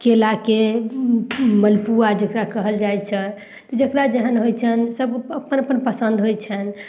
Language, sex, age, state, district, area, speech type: Maithili, female, 30-45, Bihar, Samastipur, urban, spontaneous